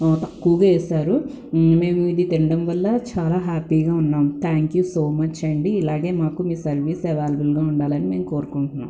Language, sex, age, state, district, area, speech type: Telugu, female, 18-30, Andhra Pradesh, Guntur, urban, spontaneous